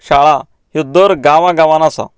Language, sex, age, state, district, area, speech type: Goan Konkani, male, 45-60, Goa, Canacona, rural, spontaneous